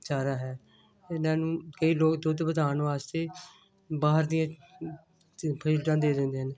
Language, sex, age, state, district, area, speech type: Punjabi, female, 60+, Punjab, Hoshiarpur, rural, spontaneous